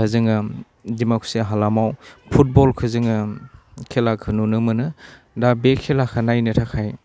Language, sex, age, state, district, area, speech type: Bodo, male, 30-45, Assam, Udalguri, rural, spontaneous